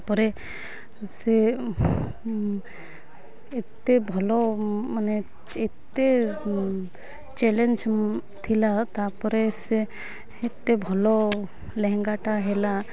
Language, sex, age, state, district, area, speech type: Odia, female, 30-45, Odisha, Malkangiri, urban, spontaneous